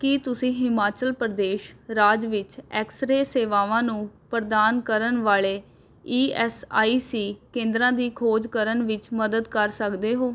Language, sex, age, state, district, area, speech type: Punjabi, female, 18-30, Punjab, Rupnagar, urban, read